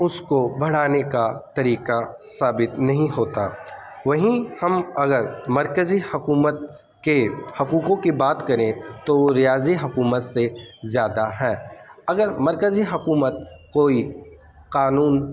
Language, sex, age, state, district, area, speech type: Urdu, male, 30-45, Delhi, North East Delhi, urban, spontaneous